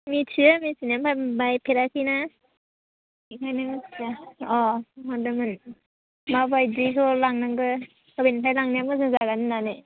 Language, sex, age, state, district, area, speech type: Bodo, female, 18-30, Assam, Baksa, rural, conversation